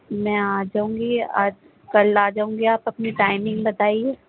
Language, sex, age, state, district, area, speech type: Urdu, female, 30-45, Delhi, North East Delhi, urban, conversation